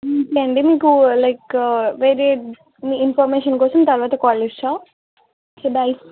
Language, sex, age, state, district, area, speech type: Telugu, female, 30-45, Telangana, Siddipet, urban, conversation